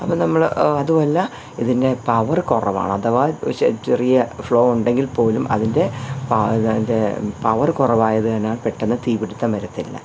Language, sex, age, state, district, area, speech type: Malayalam, female, 45-60, Kerala, Thiruvananthapuram, urban, spontaneous